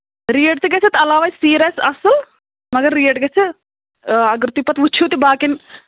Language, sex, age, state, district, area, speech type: Kashmiri, female, 30-45, Jammu and Kashmir, Anantnag, rural, conversation